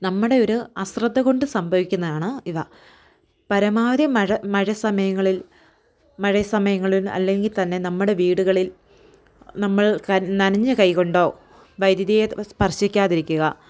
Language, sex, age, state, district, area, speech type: Malayalam, female, 30-45, Kerala, Idukki, rural, spontaneous